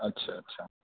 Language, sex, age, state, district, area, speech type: Urdu, male, 18-30, Uttar Pradesh, Rampur, urban, conversation